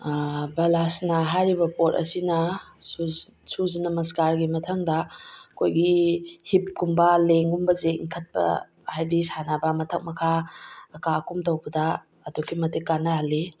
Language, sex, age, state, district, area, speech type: Manipuri, female, 45-60, Manipur, Bishnupur, rural, spontaneous